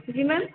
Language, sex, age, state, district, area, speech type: Hindi, female, 18-30, Madhya Pradesh, Chhindwara, urban, conversation